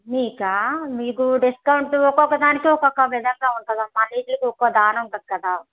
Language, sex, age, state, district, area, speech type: Telugu, female, 60+, Andhra Pradesh, East Godavari, rural, conversation